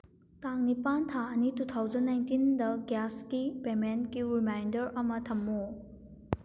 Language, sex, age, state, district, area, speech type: Manipuri, female, 18-30, Manipur, Churachandpur, rural, read